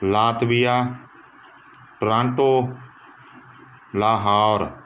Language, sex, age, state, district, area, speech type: Punjabi, male, 30-45, Punjab, Mohali, rural, spontaneous